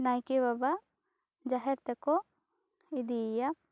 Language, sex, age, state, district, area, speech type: Santali, female, 18-30, West Bengal, Bankura, rural, spontaneous